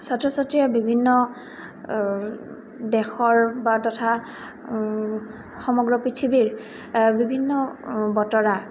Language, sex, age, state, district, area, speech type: Assamese, female, 18-30, Assam, Goalpara, urban, spontaneous